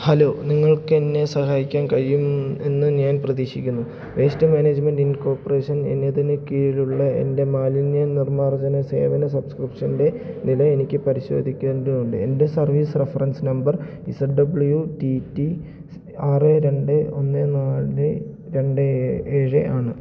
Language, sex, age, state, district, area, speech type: Malayalam, male, 18-30, Kerala, Idukki, rural, read